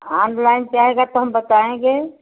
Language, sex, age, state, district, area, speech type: Hindi, female, 60+, Uttar Pradesh, Chandauli, rural, conversation